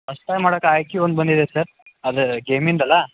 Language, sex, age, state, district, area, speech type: Kannada, male, 18-30, Karnataka, Gadag, rural, conversation